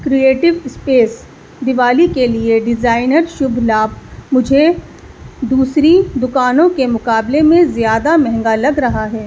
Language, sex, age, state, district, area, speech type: Urdu, female, 30-45, Delhi, East Delhi, rural, read